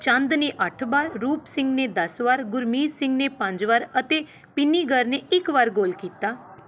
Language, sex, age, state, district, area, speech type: Punjabi, female, 30-45, Punjab, Pathankot, urban, read